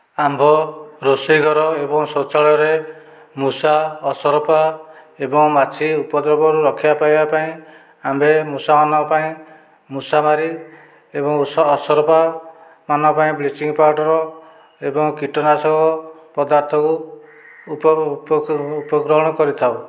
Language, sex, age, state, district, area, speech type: Odia, male, 45-60, Odisha, Dhenkanal, rural, spontaneous